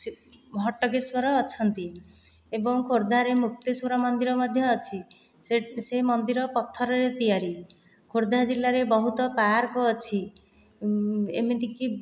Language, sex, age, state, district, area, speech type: Odia, female, 30-45, Odisha, Khordha, rural, spontaneous